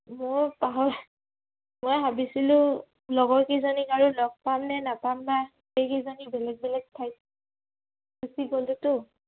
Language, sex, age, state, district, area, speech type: Assamese, female, 18-30, Assam, Udalguri, rural, conversation